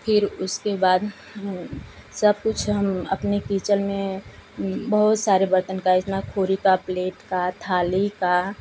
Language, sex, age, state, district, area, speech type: Hindi, female, 18-30, Uttar Pradesh, Ghazipur, urban, spontaneous